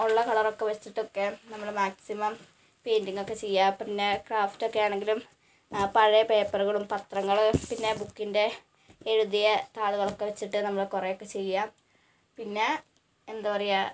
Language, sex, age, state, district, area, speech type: Malayalam, female, 18-30, Kerala, Malappuram, rural, spontaneous